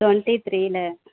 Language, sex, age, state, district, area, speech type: Tamil, female, 30-45, Tamil Nadu, Thanjavur, urban, conversation